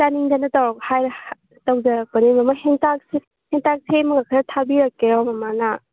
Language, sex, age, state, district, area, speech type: Manipuri, female, 18-30, Manipur, Imphal West, rural, conversation